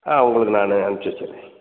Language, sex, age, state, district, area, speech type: Tamil, male, 60+, Tamil Nadu, Theni, rural, conversation